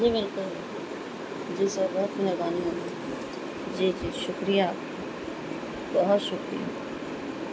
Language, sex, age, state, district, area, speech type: Urdu, female, 30-45, Bihar, Gaya, rural, spontaneous